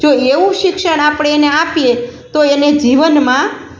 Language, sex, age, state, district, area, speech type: Gujarati, female, 45-60, Gujarat, Rajkot, rural, spontaneous